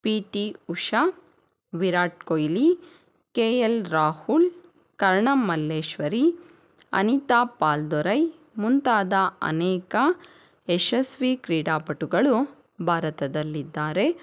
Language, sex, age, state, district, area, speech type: Kannada, female, 30-45, Karnataka, Chikkaballapur, rural, spontaneous